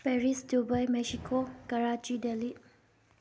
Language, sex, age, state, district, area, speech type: Manipuri, female, 18-30, Manipur, Thoubal, rural, spontaneous